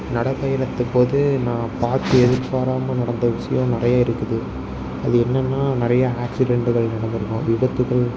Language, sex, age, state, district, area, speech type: Tamil, male, 18-30, Tamil Nadu, Tiruvarur, urban, spontaneous